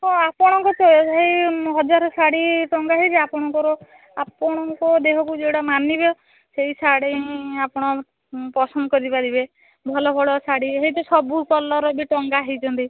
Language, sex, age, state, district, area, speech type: Odia, female, 18-30, Odisha, Balasore, rural, conversation